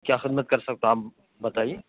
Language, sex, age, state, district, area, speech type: Urdu, male, 18-30, Uttar Pradesh, Saharanpur, urban, conversation